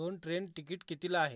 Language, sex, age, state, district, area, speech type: Marathi, male, 30-45, Maharashtra, Akola, urban, read